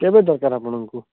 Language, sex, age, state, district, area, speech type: Odia, male, 18-30, Odisha, Malkangiri, urban, conversation